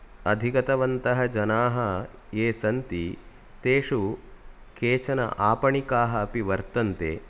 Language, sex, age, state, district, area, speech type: Sanskrit, male, 30-45, Karnataka, Udupi, rural, spontaneous